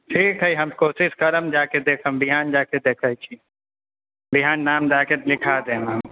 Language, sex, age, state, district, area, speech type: Maithili, male, 18-30, Bihar, Purnia, rural, conversation